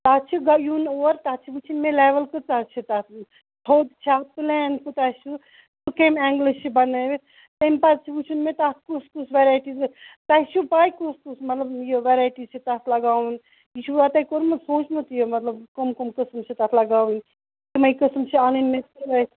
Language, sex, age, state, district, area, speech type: Kashmiri, female, 30-45, Jammu and Kashmir, Ganderbal, rural, conversation